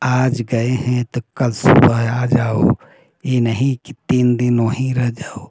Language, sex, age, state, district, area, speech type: Hindi, male, 45-60, Uttar Pradesh, Prayagraj, urban, spontaneous